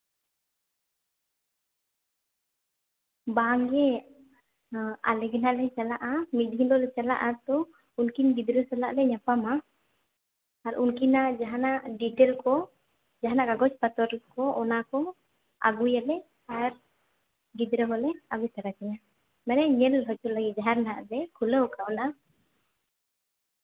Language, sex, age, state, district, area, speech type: Santali, female, 18-30, Jharkhand, Seraikela Kharsawan, rural, conversation